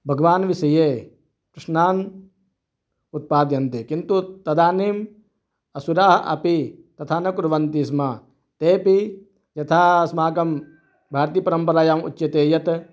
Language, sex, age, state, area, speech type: Sanskrit, male, 30-45, Maharashtra, urban, spontaneous